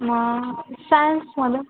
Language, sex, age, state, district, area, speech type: Marathi, female, 18-30, Maharashtra, Wardha, rural, conversation